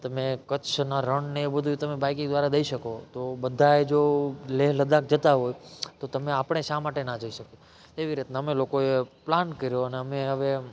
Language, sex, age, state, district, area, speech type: Gujarati, male, 30-45, Gujarat, Rajkot, rural, spontaneous